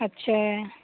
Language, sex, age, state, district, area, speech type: Maithili, female, 18-30, Bihar, Saharsa, urban, conversation